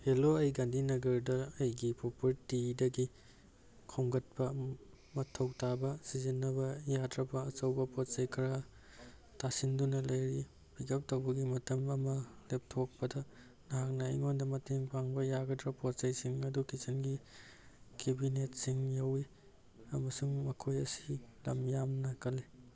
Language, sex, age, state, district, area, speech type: Manipuri, male, 18-30, Manipur, Kangpokpi, urban, read